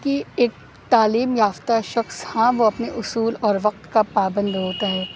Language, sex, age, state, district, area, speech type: Urdu, female, 18-30, Uttar Pradesh, Aligarh, urban, spontaneous